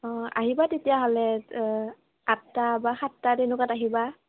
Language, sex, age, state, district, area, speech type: Assamese, female, 18-30, Assam, Kamrup Metropolitan, urban, conversation